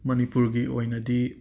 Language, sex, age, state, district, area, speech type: Manipuri, male, 30-45, Manipur, Imphal West, urban, spontaneous